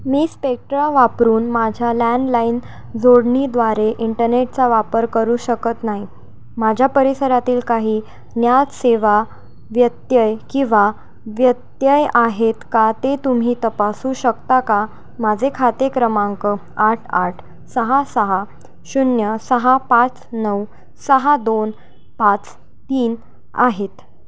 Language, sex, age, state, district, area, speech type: Marathi, female, 18-30, Maharashtra, Nashik, urban, read